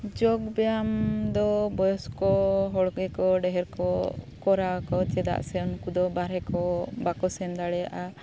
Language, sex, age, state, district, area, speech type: Santali, female, 30-45, Jharkhand, Bokaro, rural, spontaneous